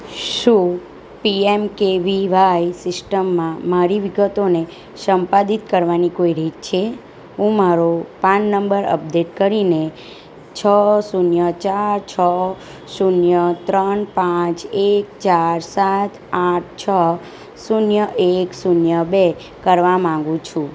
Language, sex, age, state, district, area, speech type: Gujarati, female, 30-45, Gujarat, Surat, rural, read